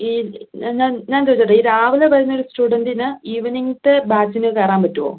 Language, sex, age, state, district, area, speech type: Malayalam, female, 18-30, Kerala, Idukki, rural, conversation